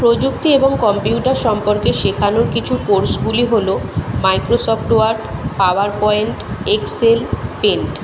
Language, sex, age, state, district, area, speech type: Bengali, female, 30-45, West Bengal, Kolkata, urban, spontaneous